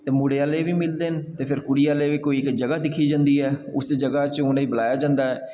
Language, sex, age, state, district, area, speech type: Dogri, male, 30-45, Jammu and Kashmir, Jammu, rural, spontaneous